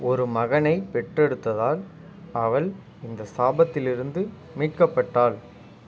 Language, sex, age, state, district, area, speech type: Tamil, male, 30-45, Tamil Nadu, Ariyalur, rural, read